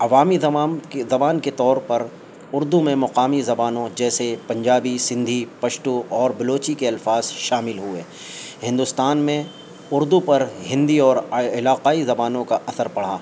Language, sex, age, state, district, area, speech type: Urdu, male, 45-60, Delhi, North East Delhi, urban, spontaneous